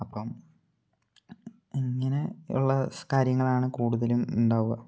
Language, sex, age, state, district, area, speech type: Malayalam, male, 18-30, Kerala, Wayanad, rural, spontaneous